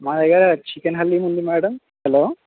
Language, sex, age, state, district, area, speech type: Telugu, male, 18-30, Telangana, Sangareddy, rural, conversation